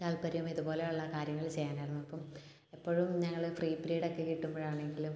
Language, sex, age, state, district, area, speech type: Malayalam, female, 18-30, Kerala, Kottayam, rural, spontaneous